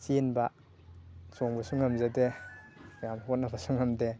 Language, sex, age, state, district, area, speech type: Manipuri, male, 18-30, Manipur, Thoubal, rural, spontaneous